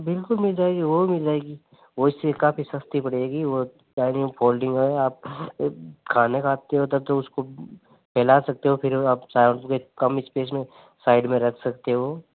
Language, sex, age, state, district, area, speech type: Hindi, male, 18-30, Rajasthan, Nagaur, rural, conversation